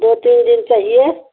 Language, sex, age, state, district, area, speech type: Hindi, female, 60+, Uttar Pradesh, Mau, urban, conversation